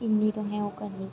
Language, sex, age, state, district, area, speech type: Dogri, female, 18-30, Jammu and Kashmir, Reasi, urban, spontaneous